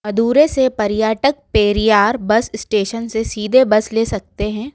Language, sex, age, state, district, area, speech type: Hindi, female, 30-45, Madhya Pradesh, Bhopal, urban, read